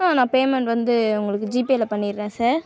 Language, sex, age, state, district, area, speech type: Tamil, female, 30-45, Tamil Nadu, Tiruvarur, rural, spontaneous